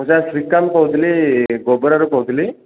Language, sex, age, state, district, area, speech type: Odia, male, 18-30, Odisha, Ganjam, urban, conversation